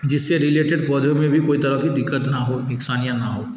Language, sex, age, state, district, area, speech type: Hindi, male, 45-60, Bihar, Darbhanga, rural, spontaneous